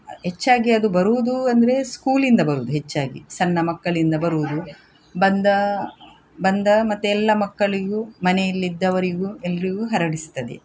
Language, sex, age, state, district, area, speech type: Kannada, female, 60+, Karnataka, Udupi, rural, spontaneous